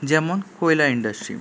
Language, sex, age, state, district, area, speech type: Bengali, male, 18-30, West Bengal, Paschim Bardhaman, urban, spontaneous